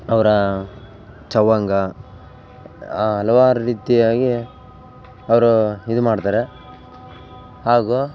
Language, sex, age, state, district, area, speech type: Kannada, male, 18-30, Karnataka, Bellary, rural, spontaneous